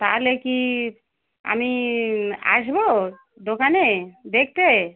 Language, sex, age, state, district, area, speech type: Bengali, female, 45-60, West Bengal, Dakshin Dinajpur, urban, conversation